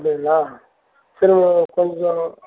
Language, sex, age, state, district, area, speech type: Tamil, male, 60+, Tamil Nadu, Dharmapuri, rural, conversation